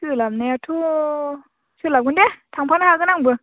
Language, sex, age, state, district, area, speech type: Bodo, female, 18-30, Assam, Baksa, rural, conversation